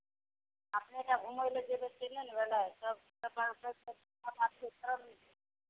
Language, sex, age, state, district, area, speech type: Maithili, female, 45-60, Bihar, Madhepura, rural, conversation